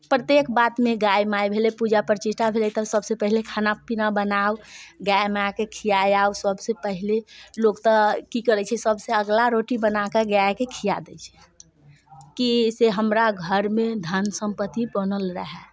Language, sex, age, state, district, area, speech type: Maithili, female, 45-60, Bihar, Muzaffarpur, rural, spontaneous